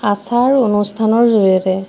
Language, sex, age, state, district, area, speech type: Assamese, female, 45-60, Assam, Majuli, urban, spontaneous